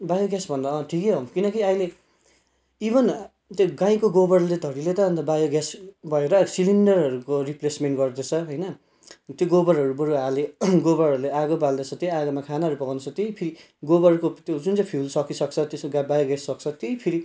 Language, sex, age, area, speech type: Nepali, male, 18-30, rural, spontaneous